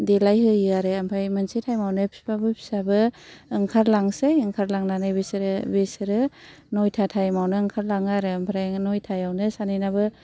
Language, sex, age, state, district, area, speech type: Bodo, female, 60+, Assam, Kokrajhar, urban, spontaneous